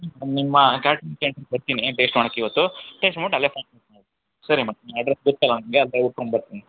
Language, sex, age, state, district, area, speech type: Kannada, male, 60+, Karnataka, Bangalore Urban, urban, conversation